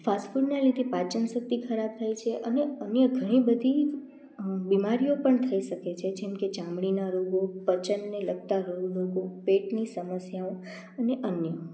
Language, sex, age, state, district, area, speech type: Gujarati, female, 18-30, Gujarat, Rajkot, rural, spontaneous